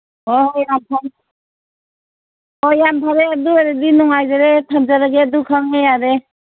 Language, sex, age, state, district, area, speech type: Manipuri, female, 60+, Manipur, Imphal East, rural, conversation